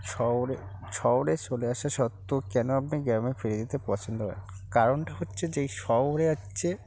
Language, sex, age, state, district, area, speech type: Bengali, male, 45-60, West Bengal, North 24 Parganas, rural, spontaneous